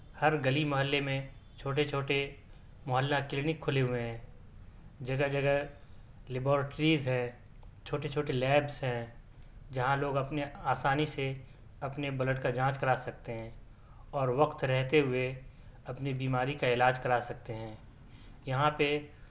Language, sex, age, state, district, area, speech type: Urdu, male, 30-45, Delhi, South Delhi, urban, spontaneous